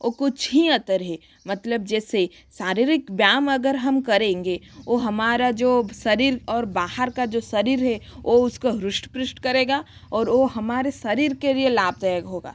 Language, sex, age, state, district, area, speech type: Hindi, female, 30-45, Rajasthan, Jodhpur, rural, spontaneous